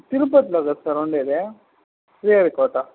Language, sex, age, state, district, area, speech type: Telugu, male, 18-30, Andhra Pradesh, Chittoor, urban, conversation